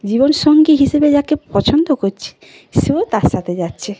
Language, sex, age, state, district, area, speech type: Bengali, female, 45-60, West Bengal, Nadia, rural, spontaneous